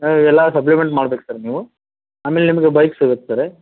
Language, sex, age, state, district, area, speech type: Kannada, male, 45-60, Karnataka, Dharwad, rural, conversation